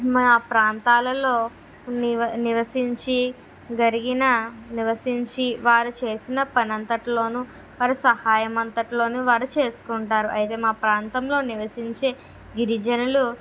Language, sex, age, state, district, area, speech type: Telugu, female, 30-45, Andhra Pradesh, Kakinada, urban, spontaneous